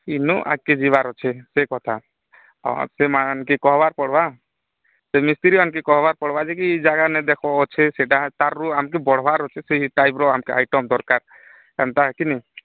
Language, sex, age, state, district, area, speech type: Odia, male, 18-30, Odisha, Nuapada, rural, conversation